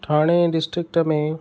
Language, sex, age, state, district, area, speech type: Sindhi, male, 30-45, Maharashtra, Thane, urban, spontaneous